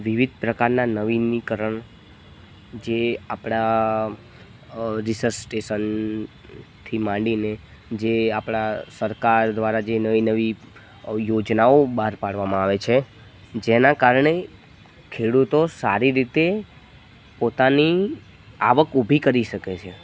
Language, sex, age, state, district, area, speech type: Gujarati, male, 18-30, Gujarat, Narmada, rural, spontaneous